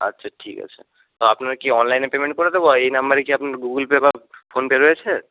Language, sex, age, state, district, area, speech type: Bengali, male, 60+, West Bengal, Jhargram, rural, conversation